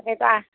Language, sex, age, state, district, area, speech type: Assamese, female, 45-60, Assam, Nagaon, rural, conversation